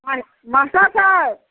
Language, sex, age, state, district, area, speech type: Maithili, female, 60+, Bihar, Araria, rural, conversation